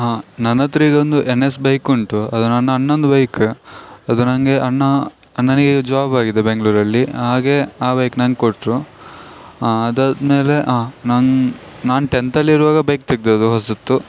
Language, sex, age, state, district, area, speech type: Kannada, male, 18-30, Karnataka, Dakshina Kannada, rural, spontaneous